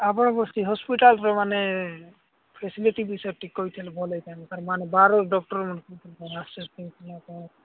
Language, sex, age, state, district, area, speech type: Odia, male, 45-60, Odisha, Nabarangpur, rural, conversation